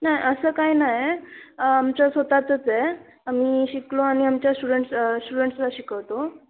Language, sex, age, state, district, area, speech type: Marathi, female, 18-30, Maharashtra, Ratnagiri, rural, conversation